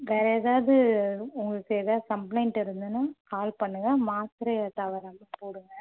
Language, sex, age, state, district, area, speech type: Tamil, female, 18-30, Tamil Nadu, Cuddalore, urban, conversation